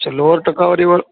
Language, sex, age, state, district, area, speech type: Gujarati, male, 45-60, Gujarat, Amreli, rural, conversation